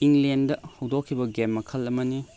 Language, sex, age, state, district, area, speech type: Manipuri, male, 30-45, Manipur, Chandel, rural, spontaneous